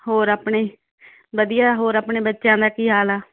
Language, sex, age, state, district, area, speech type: Punjabi, female, 45-60, Punjab, Muktsar, urban, conversation